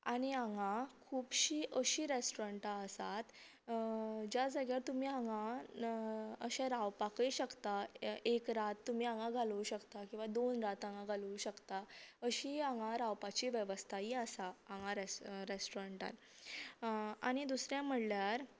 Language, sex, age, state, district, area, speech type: Goan Konkani, female, 18-30, Goa, Canacona, rural, spontaneous